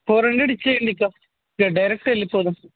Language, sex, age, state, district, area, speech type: Telugu, male, 18-30, Telangana, Warangal, rural, conversation